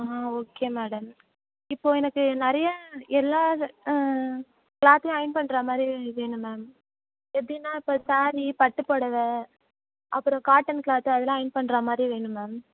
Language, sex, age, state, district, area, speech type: Tamil, female, 18-30, Tamil Nadu, Tiruvarur, rural, conversation